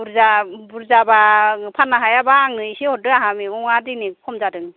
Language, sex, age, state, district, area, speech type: Bodo, female, 45-60, Assam, Kokrajhar, rural, conversation